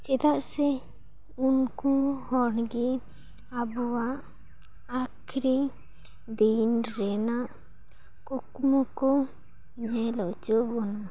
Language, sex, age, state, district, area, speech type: Santali, female, 18-30, West Bengal, Paschim Bardhaman, rural, spontaneous